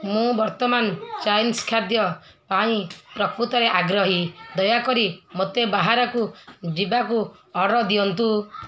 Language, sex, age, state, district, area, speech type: Odia, female, 60+, Odisha, Kendrapara, urban, read